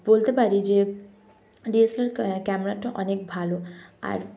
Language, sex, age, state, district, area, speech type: Bengali, female, 18-30, West Bengal, Hooghly, urban, spontaneous